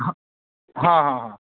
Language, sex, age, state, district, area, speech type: Odia, female, 18-30, Odisha, Sundergarh, urban, conversation